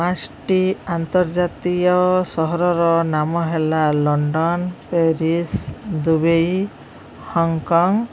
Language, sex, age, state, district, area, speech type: Odia, female, 45-60, Odisha, Subarnapur, urban, spontaneous